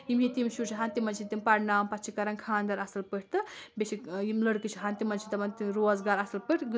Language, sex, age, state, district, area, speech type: Kashmiri, female, 18-30, Jammu and Kashmir, Anantnag, urban, spontaneous